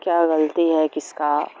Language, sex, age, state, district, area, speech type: Urdu, female, 45-60, Bihar, Supaul, rural, spontaneous